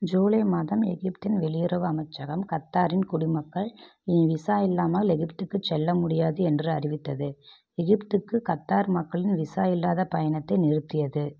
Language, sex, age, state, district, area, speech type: Tamil, female, 30-45, Tamil Nadu, Namakkal, rural, read